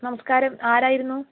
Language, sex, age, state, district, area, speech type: Malayalam, female, 18-30, Kerala, Kozhikode, rural, conversation